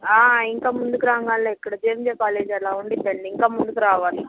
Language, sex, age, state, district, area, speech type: Telugu, female, 18-30, Andhra Pradesh, Guntur, rural, conversation